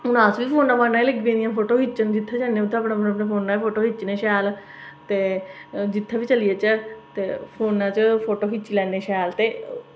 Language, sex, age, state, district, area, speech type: Dogri, female, 30-45, Jammu and Kashmir, Samba, rural, spontaneous